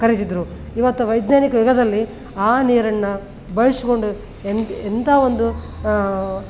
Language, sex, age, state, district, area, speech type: Kannada, female, 60+, Karnataka, Koppal, rural, spontaneous